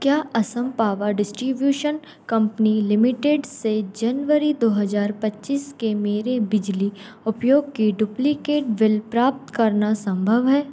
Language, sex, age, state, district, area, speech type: Hindi, female, 18-30, Madhya Pradesh, Narsinghpur, rural, read